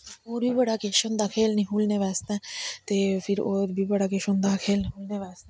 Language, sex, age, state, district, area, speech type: Dogri, female, 60+, Jammu and Kashmir, Reasi, rural, spontaneous